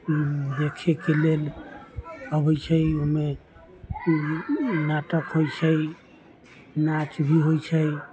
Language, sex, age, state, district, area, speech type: Maithili, male, 30-45, Bihar, Sitamarhi, rural, spontaneous